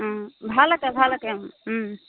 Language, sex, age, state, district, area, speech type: Assamese, female, 30-45, Assam, Majuli, urban, conversation